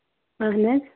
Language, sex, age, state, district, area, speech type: Kashmiri, female, 30-45, Jammu and Kashmir, Bandipora, rural, conversation